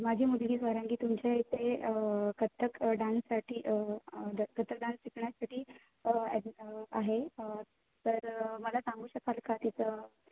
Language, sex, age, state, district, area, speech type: Marathi, female, 18-30, Maharashtra, Ratnagiri, rural, conversation